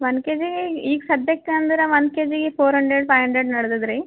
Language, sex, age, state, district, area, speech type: Kannada, female, 18-30, Karnataka, Gulbarga, urban, conversation